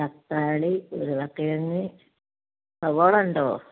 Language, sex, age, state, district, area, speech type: Malayalam, female, 60+, Kerala, Kozhikode, rural, conversation